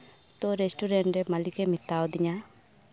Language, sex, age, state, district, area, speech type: Santali, female, 18-30, West Bengal, Birbhum, rural, spontaneous